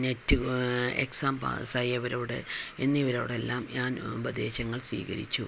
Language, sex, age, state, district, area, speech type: Malayalam, female, 60+, Kerala, Palakkad, rural, spontaneous